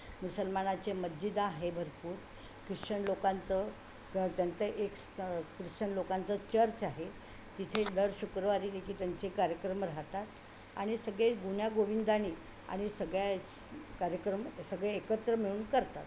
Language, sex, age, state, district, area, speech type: Marathi, female, 60+, Maharashtra, Yavatmal, urban, spontaneous